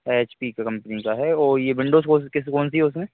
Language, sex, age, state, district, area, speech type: Hindi, male, 30-45, Madhya Pradesh, Hoshangabad, rural, conversation